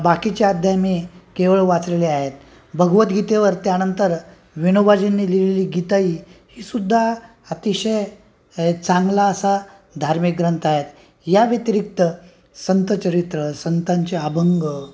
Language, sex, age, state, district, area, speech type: Marathi, male, 45-60, Maharashtra, Nanded, urban, spontaneous